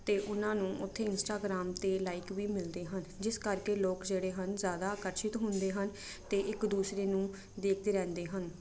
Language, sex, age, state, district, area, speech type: Punjabi, female, 18-30, Punjab, Jalandhar, urban, spontaneous